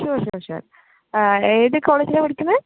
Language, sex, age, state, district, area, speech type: Malayalam, female, 18-30, Kerala, Palakkad, rural, conversation